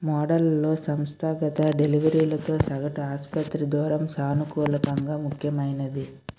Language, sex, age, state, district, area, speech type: Telugu, female, 60+, Andhra Pradesh, Vizianagaram, rural, spontaneous